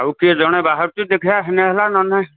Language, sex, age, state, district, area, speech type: Odia, male, 60+, Odisha, Jharsuguda, rural, conversation